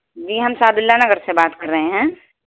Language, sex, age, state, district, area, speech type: Urdu, female, 18-30, Uttar Pradesh, Balrampur, rural, conversation